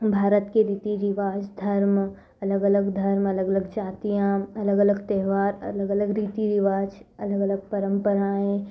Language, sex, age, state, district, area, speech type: Hindi, female, 18-30, Madhya Pradesh, Ujjain, rural, spontaneous